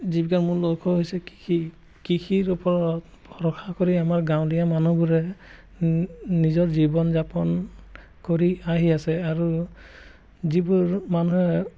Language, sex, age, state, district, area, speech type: Assamese, male, 30-45, Assam, Biswanath, rural, spontaneous